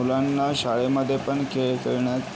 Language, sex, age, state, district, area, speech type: Marathi, male, 60+, Maharashtra, Yavatmal, urban, spontaneous